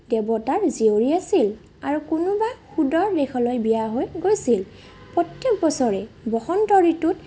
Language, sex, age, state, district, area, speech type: Assamese, female, 30-45, Assam, Morigaon, rural, spontaneous